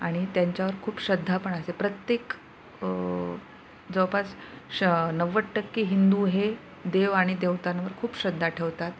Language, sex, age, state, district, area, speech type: Marathi, female, 30-45, Maharashtra, Nanded, rural, spontaneous